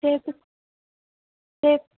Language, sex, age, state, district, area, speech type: Telugu, female, 18-30, Telangana, Vikarabad, rural, conversation